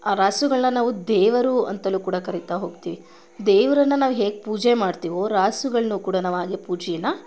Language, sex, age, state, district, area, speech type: Kannada, female, 30-45, Karnataka, Mandya, rural, spontaneous